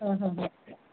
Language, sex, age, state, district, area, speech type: Odia, female, 60+, Odisha, Gajapati, rural, conversation